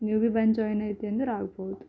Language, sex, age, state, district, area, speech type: Kannada, female, 18-30, Karnataka, Bidar, urban, spontaneous